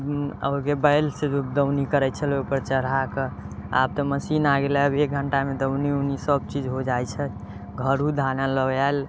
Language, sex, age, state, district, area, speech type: Maithili, male, 18-30, Bihar, Muzaffarpur, rural, spontaneous